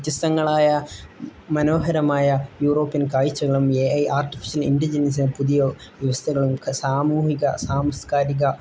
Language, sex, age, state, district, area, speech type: Malayalam, male, 18-30, Kerala, Kozhikode, rural, spontaneous